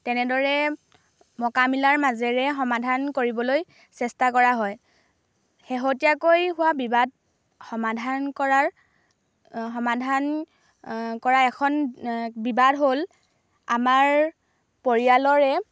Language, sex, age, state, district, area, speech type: Assamese, female, 18-30, Assam, Dhemaji, rural, spontaneous